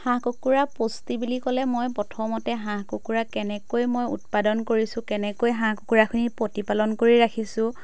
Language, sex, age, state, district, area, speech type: Assamese, female, 30-45, Assam, Majuli, urban, spontaneous